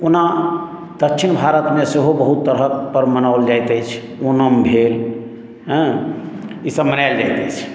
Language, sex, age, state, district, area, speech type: Maithili, male, 60+, Bihar, Madhubani, urban, spontaneous